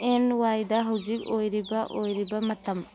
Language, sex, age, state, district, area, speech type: Manipuri, female, 45-60, Manipur, Churachandpur, rural, read